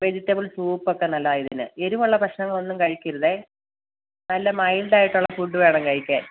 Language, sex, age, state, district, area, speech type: Malayalam, female, 30-45, Kerala, Idukki, rural, conversation